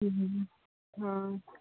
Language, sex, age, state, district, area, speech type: Manipuri, female, 45-60, Manipur, Kangpokpi, urban, conversation